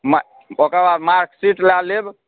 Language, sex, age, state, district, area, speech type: Maithili, male, 18-30, Bihar, Supaul, rural, conversation